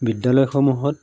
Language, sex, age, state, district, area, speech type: Assamese, male, 45-60, Assam, Majuli, rural, spontaneous